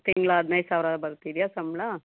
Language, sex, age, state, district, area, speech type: Kannada, female, 30-45, Karnataka, Chikkaballapur, urban, conversation